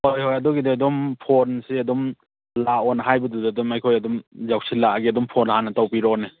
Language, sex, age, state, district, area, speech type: Manipuri, male, 30-45, Manipur, Churachandpur, rural, conversation